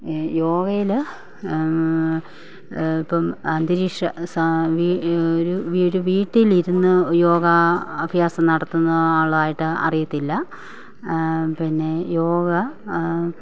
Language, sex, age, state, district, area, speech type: Malayalam, female, 45-60, Kerala, Pathanamthitta, rural, spontaneous